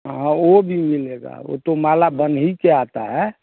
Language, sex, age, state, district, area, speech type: Hindi, male, 60+, Bihar, Darbhanga, urban, conversation